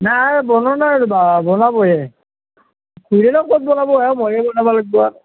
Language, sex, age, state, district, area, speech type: Assamese, male, 45-60, Assam, Nalbari, rural, conversation